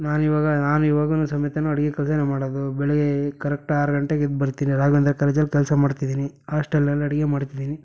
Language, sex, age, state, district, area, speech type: Kannada, male, 18-30, Karnataka, Chitradurga, rural, spontaneous